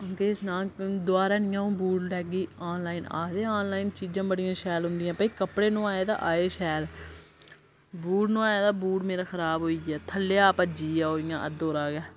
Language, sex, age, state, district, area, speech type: Dogri, female, 30-45, Jammu and Kashmir, Udhampur, rural, spontaneous